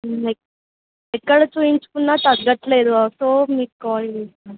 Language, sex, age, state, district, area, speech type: Telugu, female, 18-30, Telangana, Vikarabad, rural, conversation